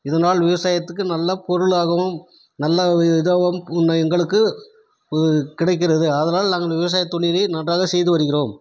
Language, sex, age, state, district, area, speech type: Tamil, male, 45-60, Tamil Nadu, Krishnagiri, rural, spontaneous